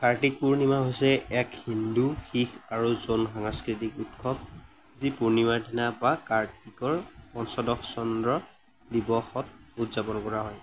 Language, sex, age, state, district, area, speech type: Assamese, male, 18-30, Assam, Morigaon, rural, read